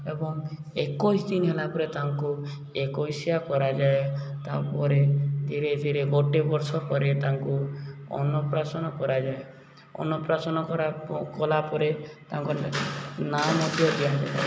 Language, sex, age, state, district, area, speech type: Odia, male, 18-30, Odisha, Subarnapur, urban, spontaneous